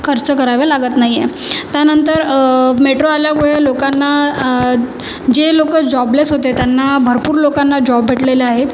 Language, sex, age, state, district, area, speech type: Marathi, female, 30-45, Maharashtra, Nagpur, urban, spontaneous